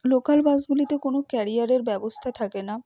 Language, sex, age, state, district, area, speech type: Bengali, female, 30-45, West Bengal, Purba Bardhaman, urban, spontaneous